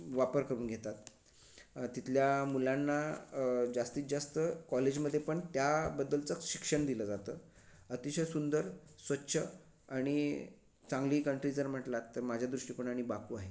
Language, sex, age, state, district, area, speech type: Marathi, male, 45-60, Maharashtra, Raigad, urban, spontaneous